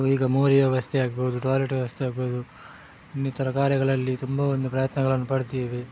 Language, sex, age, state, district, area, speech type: Kannada, male, 30-45, Karnataka, Udupi, rural, spontaneous